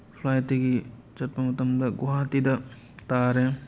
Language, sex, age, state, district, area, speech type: Manipuri, male, 45-60, Manipur, Tengnoupal, urban, spontaneous